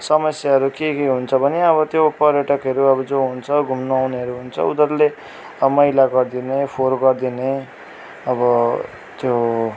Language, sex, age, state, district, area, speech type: Nepali, male, 30-45, West Bengal, Darjeeling, rural, spontaneous